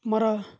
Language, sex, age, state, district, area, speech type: Kannada, male, 30-45, Karnataka, Bidar, rural, read